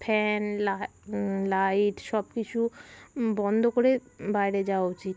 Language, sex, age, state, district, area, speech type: Bengali, female, 30-45, West Bengal, Birbhum, urban, spontaneous